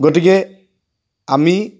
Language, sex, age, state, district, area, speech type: Assamese, male, 45-60, Assam, Golaghat, urban, spontaneous